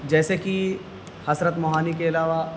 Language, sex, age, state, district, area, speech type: Urdu, male, 30-45, Delhi, North East Delhi, urban, spontaneous